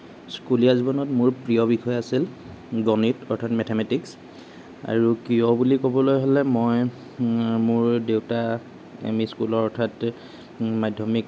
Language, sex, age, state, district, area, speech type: Assamese, male, 45-60, Assam, Morigaon, rural, spontaneous